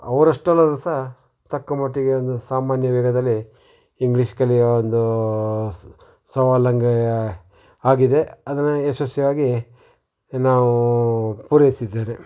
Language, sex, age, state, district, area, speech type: Kannada, male, 60+, Karnataka, Shimoga, rural, spontaneous